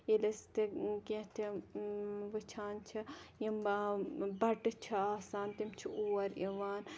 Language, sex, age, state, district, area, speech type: Kashmiri, female, 18-30, Jammu and Kashmir, Ganderbal, rural, spontaneous